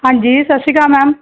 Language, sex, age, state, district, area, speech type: Punjabi, female, 18-30, Punjab, Tarn Taran, rural, conversation